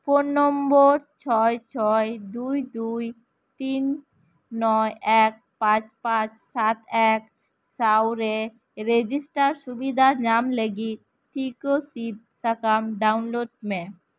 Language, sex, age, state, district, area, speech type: Santali, female, 30-45, West Bengal, Birbhum, rural, read